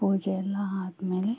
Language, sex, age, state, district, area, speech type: Kannada, female, 30-45, Karnataka, Kolar, urban, spontaneous